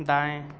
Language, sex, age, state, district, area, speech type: Hindi, male, 30-45, Uttar Pradesh, Azamgarh, rural, read